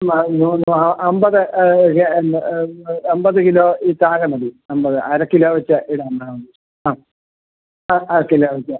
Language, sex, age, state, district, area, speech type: Malayalam, male, 60+, Kerala, Kottayam, rural, conversation